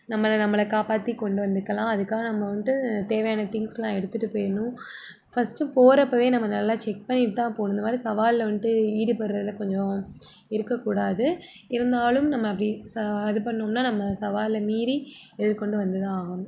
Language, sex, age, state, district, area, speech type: Tamil, female, 18-30, Tamil Nadu, Madurai, rural, spontaneous